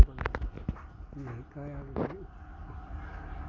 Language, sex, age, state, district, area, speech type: Hindi, male, 60+, Uttar Pradesh, Hardoi, rural, read